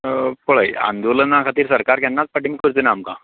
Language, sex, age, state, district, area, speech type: Goan Konkani, male, 45-60, Goa, Canacona, rural, conversation